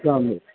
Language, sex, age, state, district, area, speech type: Urdu, male, 30-45, Uttar Pradesh, Muzaffarnagar, urban, conversation